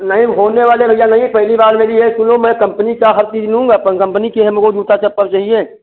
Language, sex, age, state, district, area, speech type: Hindi, male, 30-45, Uttar Pradesh, Hardoi, rural, conversation